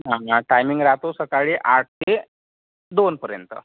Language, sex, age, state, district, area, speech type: Marathi, male, 60+, Maharashtra, Nagpur, rural, conversation